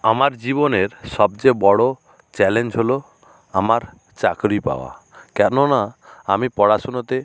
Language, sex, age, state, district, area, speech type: Bengali, male, 60+, West Bengal, Nadia, rural, spontaneous